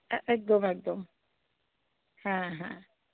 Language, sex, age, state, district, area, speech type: Bengali, female, 45-60, West Bengal, Darjeeling, rural, conversation